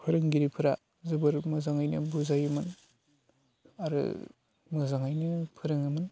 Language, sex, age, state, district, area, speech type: Bodo, male, 18-30, Assam, Baksa, rural, spontaneous